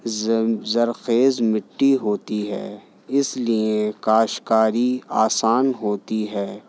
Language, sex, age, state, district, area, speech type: Urdu, male, 30-45, Delhi, New Delhi, urban, spontaneous